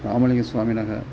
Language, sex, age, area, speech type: Sanskrit, male, 60+, urban, spontaneous